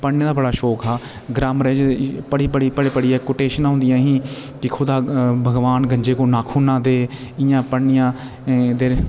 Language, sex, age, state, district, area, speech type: Dogri, male, 30-45, Jammu and Kashmir, Jammu, rural, spontaneous